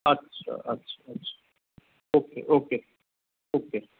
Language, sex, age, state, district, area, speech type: Maithili, male, 30-45, Bihar, Madhubani, rural, conversation